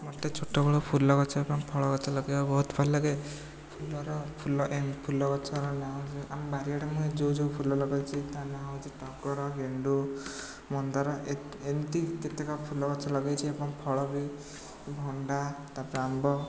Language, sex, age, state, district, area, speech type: Odia, male, 18-30, Odisha, Puri, urban, spontaneous